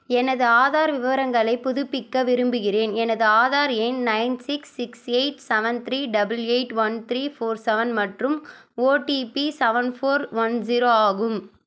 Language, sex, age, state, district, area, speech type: Tamil, female, 18-30, Tamil Nadu, Vellore, urban, read